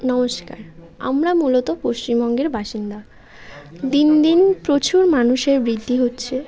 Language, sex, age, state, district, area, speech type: Bengali, female, 18-30, West Bengal, Birbhum, urban, spontaneous